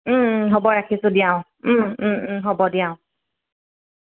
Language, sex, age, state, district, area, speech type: Assamese, female, 30-45, Assam, Golaghat, urban, conversation